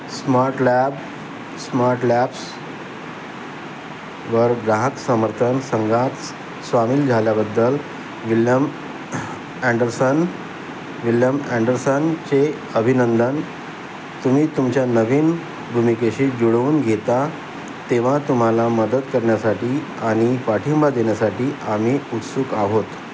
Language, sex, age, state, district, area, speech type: Marathi, male, 45-60, Maharashtra, Nagpur, urban, read